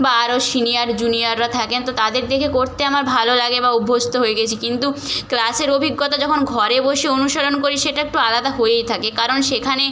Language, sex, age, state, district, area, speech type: Bengali, female, 18-30, West Bengal, Nadia, rural, spontaneous